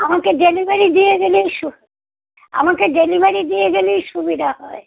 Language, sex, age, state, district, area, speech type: Bengali, female, 60+, West Bengal, Kolkata, urban, conversation